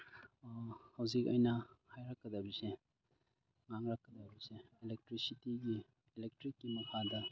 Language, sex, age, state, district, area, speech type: Manipuri, male, 30-45, Manipur, Chandel, rural, spontaneous